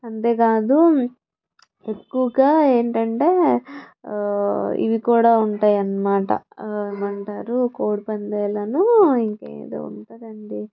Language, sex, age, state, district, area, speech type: Telugu, female, 30-45, Andhra Pradesh, Guntur, rural, spontaneous